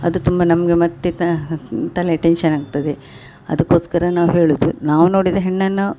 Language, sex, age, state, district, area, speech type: Kannada, female, 60+, Karnataka, Dakshina Kannada, rural, spontaneous